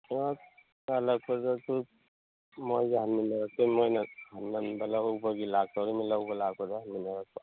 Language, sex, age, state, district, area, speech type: Manipuri, male, 30-45, Manipur, Thoubal, rural, conversation